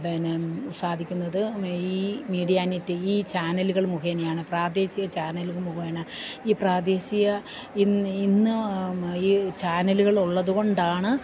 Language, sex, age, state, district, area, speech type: Malayalam, female, 45-60, Kerala, Idukki, rural, spontaneous